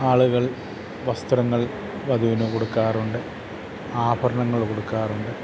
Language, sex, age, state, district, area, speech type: Malayalam, male, 45-60, Kerala, Kottayam, urban, spontaneous